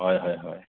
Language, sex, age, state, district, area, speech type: Assamese, male, 30-45, Assam, Sonitpur, rural, conversation